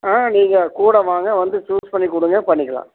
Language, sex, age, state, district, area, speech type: Tamil, male, 60+, Tamil Nadu, Erode, rural, conversation